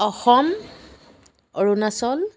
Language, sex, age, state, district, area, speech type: Assamese, female, 60+, Assam, Dibrugarh, rural, spontaneous